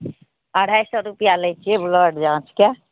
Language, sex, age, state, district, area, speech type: Maithili, female, 30-45, Bihar, Araria, rural, conversation